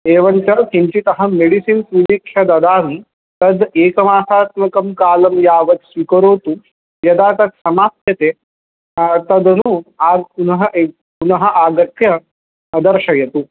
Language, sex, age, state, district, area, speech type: Sanskrit, male, 18-30, Maharashtra, Chandrapur, urban, conversation